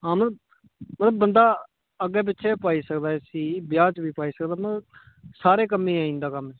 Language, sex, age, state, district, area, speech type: Dogri, male, 18-30, Jammu and Kashmir, Udhampur, rural, conversation